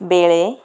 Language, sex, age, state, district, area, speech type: Odia, female, 45-60, Odisha, Cuttack, urban, spontaneous